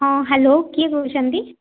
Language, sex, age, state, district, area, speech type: Odia, female, 18-30, Odisha, Sundergarh, urban, conversation